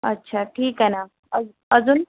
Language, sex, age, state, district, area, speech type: Marathi, female, 30-45, Maharashtra, Nagpur, urban, conversation